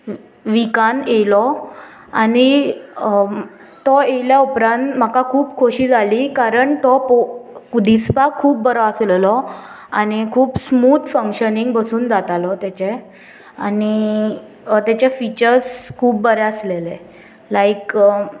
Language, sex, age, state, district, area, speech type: Goan Konkani, female, 18-30, Goa, Murmgao, urban, spontaneous